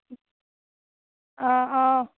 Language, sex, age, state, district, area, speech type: Assamese, female, 30-45, Assam, Barpeta, rural, conversation